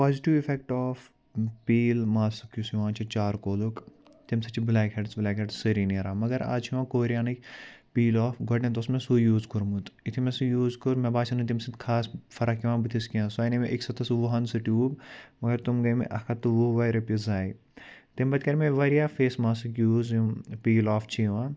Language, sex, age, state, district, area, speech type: Kashmiri, male, 18-30, Jammu and Kashmir, Ganderbal, rural, spontaneous